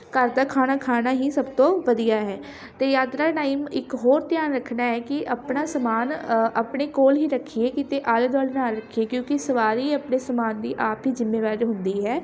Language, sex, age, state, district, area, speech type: Punjabi, female, 18-30, Punjab, Shaheed Bhagat Singh Nagar, rural, spontaneous